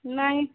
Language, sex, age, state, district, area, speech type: Odia, female, 45-60, Odisha, Sambalpur, rural, conversation